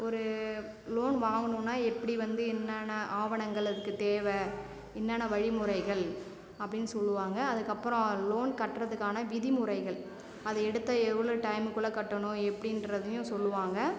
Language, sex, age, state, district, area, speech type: Tamil, female, 45-60, Tamil Nadu, Cuddalore, rural, spontaneous